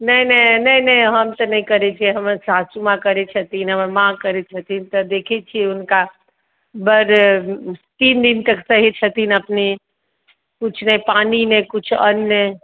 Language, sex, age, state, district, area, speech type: Maithili, female, 30-45, Bihar, Madhubani, urban, conversation